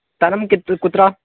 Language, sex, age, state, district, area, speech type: Sanskrit, male, 18-30, Kerala, Thiruvananthapuram, rural, conversation